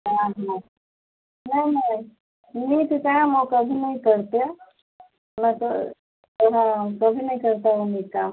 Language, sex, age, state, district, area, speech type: Maithili, female, 60+, Bihar, Sitamarhi, urban, conversation